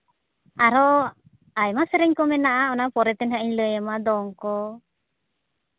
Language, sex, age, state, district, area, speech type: Santali, female, 30-45, Jharkhand, Seraikela Kharsawan, rural, conversation